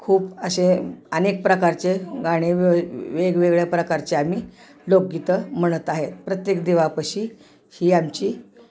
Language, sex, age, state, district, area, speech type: Marathi, female, 60+, Maharashtra, Osmanabad, rural, spontaneous